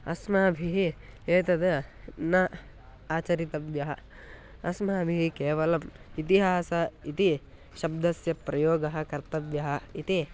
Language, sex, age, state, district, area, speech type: Sanskrit, male, 18-30, Karnataka, Tumkur, urban, spontaneous